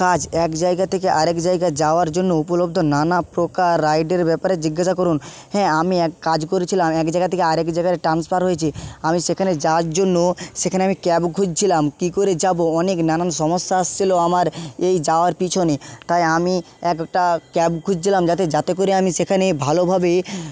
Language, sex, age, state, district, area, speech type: Bengali, male, 30-45, West Bengal, Jhargram, rural, spontaneous